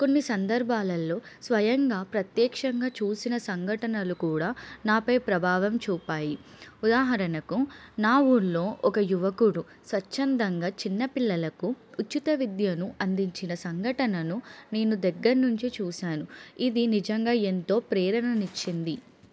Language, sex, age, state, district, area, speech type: Telugu, female, 18-30, Telangana, Adilabad, urban, spontaneous